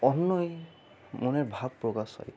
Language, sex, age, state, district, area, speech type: Bengali, male, 30-45, West Bengal, Purba Bardhaman, urban, spontaneous